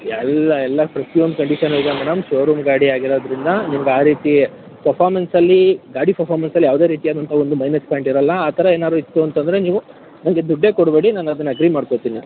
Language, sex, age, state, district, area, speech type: Kannada, male, 18-30, Karnataka, Mandya, rural, conversation